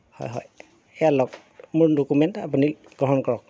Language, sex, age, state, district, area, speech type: Assamese, male, 30-45, Assam, Golaghat, urban, spontaneous